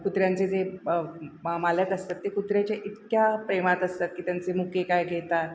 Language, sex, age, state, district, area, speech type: Marathi, female, 60+, Maharashtra, Mumbai Suburban, urban, spontaneous